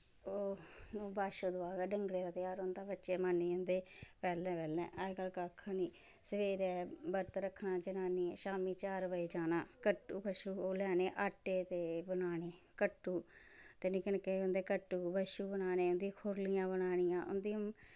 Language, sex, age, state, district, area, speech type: Dogri, female, 30-45, Jammu and Kashmir, Samba, rural, spontaneous